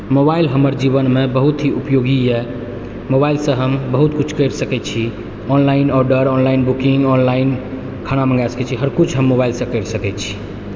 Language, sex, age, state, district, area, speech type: Maithili, male, 30-45, Bihar, Purnia, rural, spontaneous